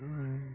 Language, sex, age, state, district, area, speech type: Santali, male, 60+, West Bengal, Dakshin Dinajpur, rural, spontaneous